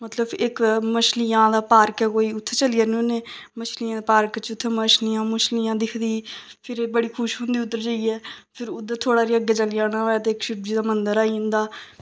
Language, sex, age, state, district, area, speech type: Dogri, female, 30-45, Jammu and Kashmir, Samba, rural, spontaneous